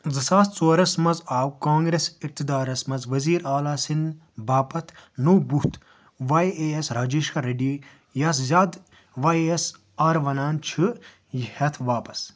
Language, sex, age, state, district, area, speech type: Kashmiri, male, 18-30, Jammu and Kashmir, Budgam, rural, read